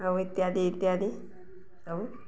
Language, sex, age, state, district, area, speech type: Odia, female, 45-60, Odisha, Balangir, urban, spontaneous